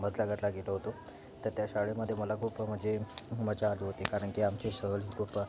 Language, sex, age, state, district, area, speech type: Marathi, male, 18-30, Maharashtra, Thane, urban, spontaneous